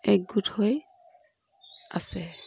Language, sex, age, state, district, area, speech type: Assamese, female, 45-60, Assam, Jorhat, urban, spontaneous